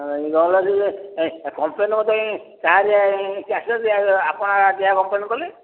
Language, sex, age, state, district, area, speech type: Odia, male, 60+, Odisha, Gajapati, rural, conversation